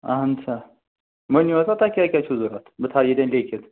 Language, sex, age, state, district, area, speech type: Kashmiri, male, 45-60, Jammu and Kashmir, Srinagar, urban, conversation